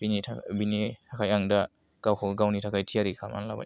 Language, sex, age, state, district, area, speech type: Bodo, male, 18-30, Assam, Kokrajhar, rural, spontaneous